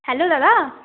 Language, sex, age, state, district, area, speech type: Bengali, female, 30-45, West Bengal, Nadia, rural, conversation